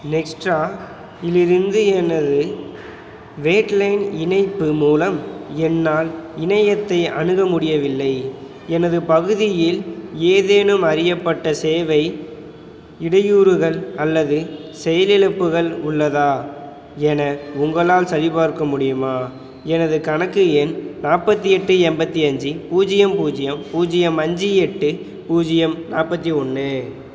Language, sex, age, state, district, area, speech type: Tamil, male, 18-30, Tamil Nadu, Perambalur, rural, read